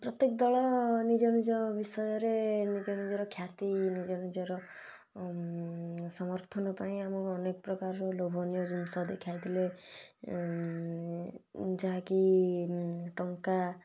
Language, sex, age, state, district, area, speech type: Odia, female, 18-30, Odisha, Kalahandi, rural, spontaneous